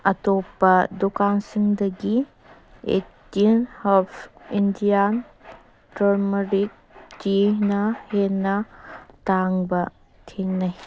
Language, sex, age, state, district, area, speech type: Manipuri, female, 18-30, Manipur, Kangpokpi, urban, read